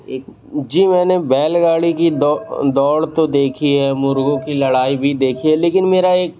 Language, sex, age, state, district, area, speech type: Hindi, male, 18-30, Madhya Pradesh, Jabalpur, urban, spontaneous